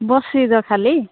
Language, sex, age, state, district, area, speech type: Odia, female, 45-60, Odisha, Angul, rural, conversation